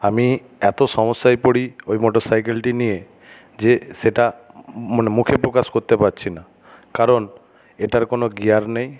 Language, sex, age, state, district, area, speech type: Bengali, male, 60+, West Bengal, Jhargram, rural, spontaneous